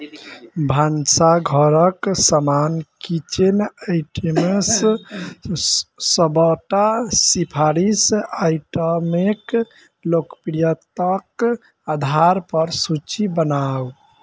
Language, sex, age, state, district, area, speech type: Maithili, male, 18-30, Bihar, Sitamarhi, rural, read